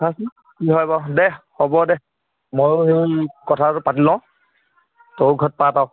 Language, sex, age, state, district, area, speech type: Assamese, male, 18-30, Assam, Lakhimpur, urban, conversation